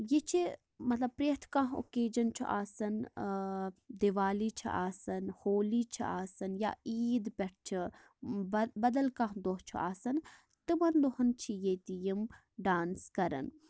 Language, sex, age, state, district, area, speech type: Kashmiri, female, 18-30, Jammu and Kashmir, Anantnag, rural, spontaneous